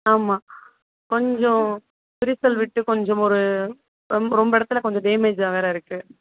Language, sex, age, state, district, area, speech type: Tamil, female, 30-45, Tamil Nadu, Madurai, rural, conversation